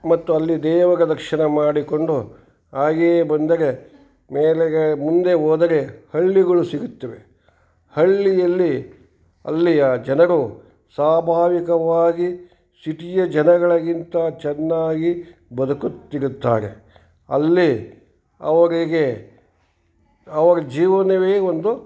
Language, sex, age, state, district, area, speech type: Kannada, male, 60+, Karnataka, Kolar, urban, spontaneous